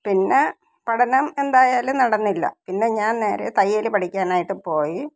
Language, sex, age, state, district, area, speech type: Malayalam, female, 45-60, Kerala, Thiruvananthapuram, rural, spontaneous